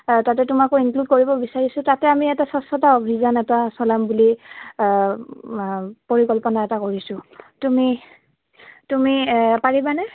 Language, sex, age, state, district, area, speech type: Assamese, female, 18-30, Assam, Goalpara, urban, conversation